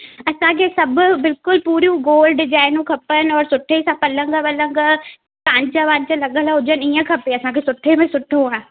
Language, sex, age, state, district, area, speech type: Sindhi, female, 18-30, Madhya Pradesh, Katni, rural, conversation